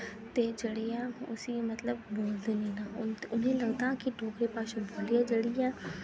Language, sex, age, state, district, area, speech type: Dogri, female, 18-30, Jammu and Kashmir, Kathua, rural, spontaneous